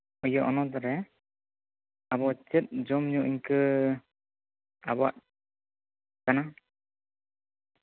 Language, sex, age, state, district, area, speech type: Santali, male, 18-30, West Bengal, Bankura, rural, conversation